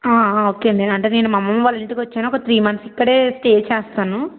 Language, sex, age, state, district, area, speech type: Telugu, female, 18-30, Andhra Pradesh, Palnadu, rural, conversation